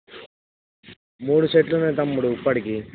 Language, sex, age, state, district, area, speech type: Telugu, male, 18-30, Telangana, Mancherial, rural, conversation